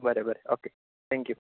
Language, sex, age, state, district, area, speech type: Goan Konkani, male, 18-30, Goa, Bardez, urban, conversation